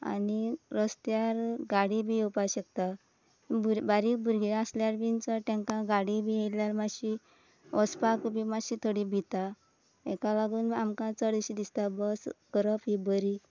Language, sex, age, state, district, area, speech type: Goan Konkani, female, 30-45, Goa, Quepem, rural, spontaneous